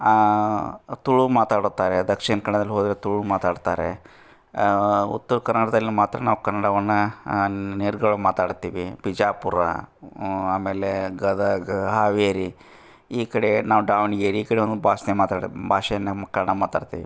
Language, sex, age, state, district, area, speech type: Kannada, male, 45-60, Karnataka, Gadag, rural, spontaneous